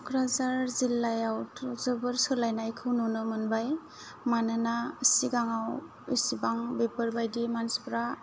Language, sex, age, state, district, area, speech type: Bodo, female, 30-45, Assam, Kokrajhar, rural, spontaneous